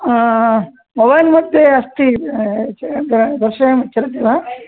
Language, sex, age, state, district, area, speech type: Sanskrit, male, 30-45, Karnataka, Vijayapura, urban, conversation